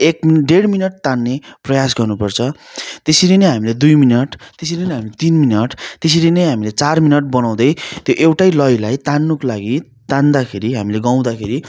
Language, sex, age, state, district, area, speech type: Nepali, male, 30-45, West Bengal, Darjeeling, rural, spontaneous